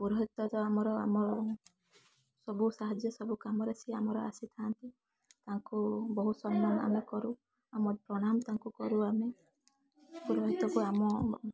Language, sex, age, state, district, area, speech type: Odia, female, 18-30, Odisha, Balasore, rural, spontaneous